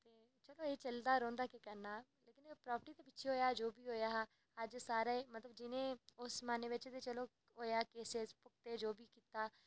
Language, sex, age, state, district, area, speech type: Dogri, female, 18-30, Jammu and Kashmir, Reasi, rural, spontaneous